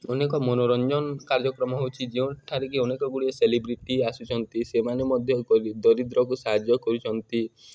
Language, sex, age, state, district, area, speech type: Odia, male, 18-30, Odisha, Nuapada, urban, spontaneous